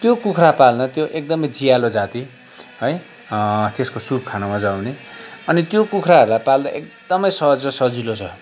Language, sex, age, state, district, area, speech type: Nepali, male, 45-60, West Bengal, Kalimpong, rural, spontaneous